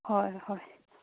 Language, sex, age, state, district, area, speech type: Manipuri, female, 18-30, Manipur, Kangpokpi, urban, conversation